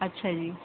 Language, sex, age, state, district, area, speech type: Punjabi, female, 18-30, Punjab, Barnala, rural, conversation